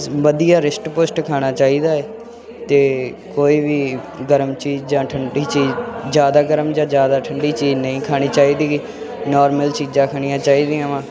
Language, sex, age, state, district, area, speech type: Punjabi, male, 18-30, Punjab, Firozpur, rural, spontaneous